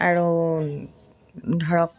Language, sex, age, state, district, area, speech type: Assamese, female, 30-45, Assam, Golaghat, urban, spontaneous